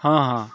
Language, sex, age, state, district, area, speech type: Odia, male, 45-60, Odisha, Kendrapara, urban, spontaneous